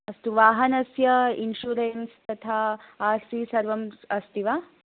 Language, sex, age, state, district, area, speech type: Sanskrit, female, 18-30, Karnataka, Belgaum, urban, conversation